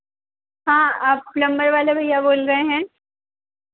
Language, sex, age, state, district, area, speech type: Hindi, female, 18-30, Madhya Pradesh, Harda, urban, conversation